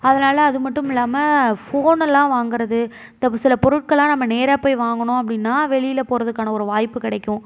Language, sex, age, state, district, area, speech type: Tamil, female, 30-45, Tamil Nadu, Mayiladuthurai, urban, spontaneous